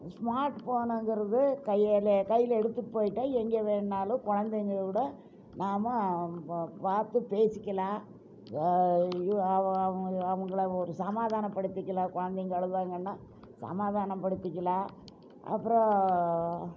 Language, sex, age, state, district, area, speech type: Tamil, female, 60+, Tamil Nadu, Coimbatore, urban, spontaneous